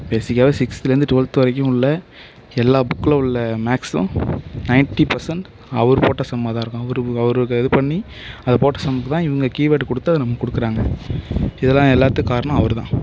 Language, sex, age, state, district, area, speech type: Tamil, male, 18-30, Tamil Nadu, Mayiladuthurai, urban, spontaneous